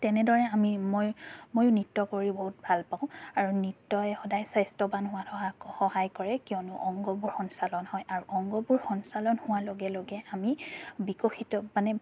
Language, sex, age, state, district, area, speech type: Assamese, female, 30-45, Assam, Biswanath, rural, spontaneous